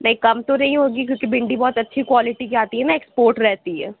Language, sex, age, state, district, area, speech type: Urdu, female, 60+, Uttar Pradesh, Gautam Buddha Nagar, rural, conversation